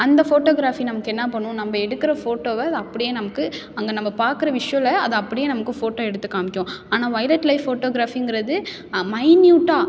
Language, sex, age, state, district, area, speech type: Tamil, female, 18-30, Tamil Nadu, Tiruchirappalli, rural, spontaneous